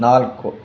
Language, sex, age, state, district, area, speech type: Kannada, male, 60+, Karnataka, Chamarajanagar, rural, read